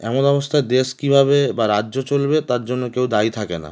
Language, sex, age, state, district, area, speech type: Bengali, male, 30-45, West Bengal, Howrah, urban, spontaneous